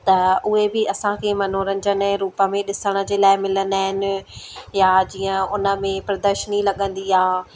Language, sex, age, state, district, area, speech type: Sindhi, female, 30-45, Madhya Pradesh, Katni, urban, spontaneous